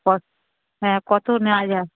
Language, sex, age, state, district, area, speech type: Bengali, female, 60+, West Bengal, Darjeeling, rural, conversation